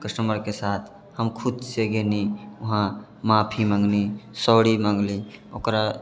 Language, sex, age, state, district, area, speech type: Maithili, male, 18-30, Bihar, Sitamarhi, rural, spontaneous